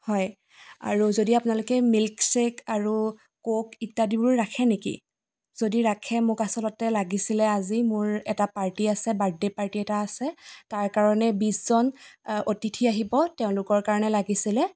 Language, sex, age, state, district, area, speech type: Assamese, female, 30-45, Assam, Dibrugarh, rural, spontaneous